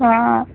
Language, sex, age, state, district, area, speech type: Marathi, female, 18-30, Maharashtra, Buldhana, rural, conversation